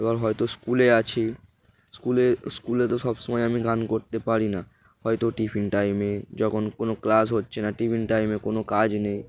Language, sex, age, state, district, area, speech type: Bengali, male, 18-30, West Bengal, Darjeeling, urban, spontaneous